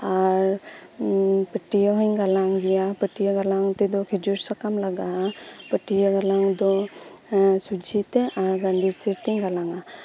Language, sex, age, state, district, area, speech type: Santali, female, 18-30, West Bengal, Birbhum, rural, spontaneous